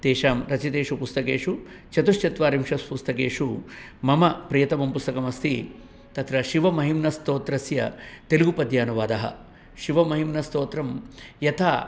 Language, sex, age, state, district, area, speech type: Sanskrit, male, 60+, Telangana, Peddapalli, urban, spontaneous